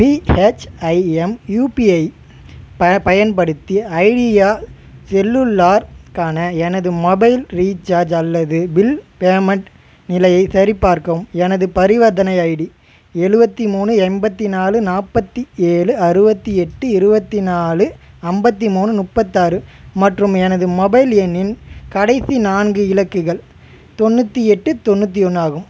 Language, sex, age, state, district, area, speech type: Tamil, male, 18-30, Tamil Nadu, Chengalpattu, rural, read